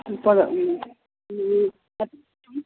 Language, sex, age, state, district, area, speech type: Malayalam, female, 45-60, Kerala, Pathanamthitta, rural, conversation